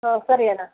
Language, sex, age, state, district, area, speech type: Kannada, female, 30-45, Karnataka, Mysore, rural, conversation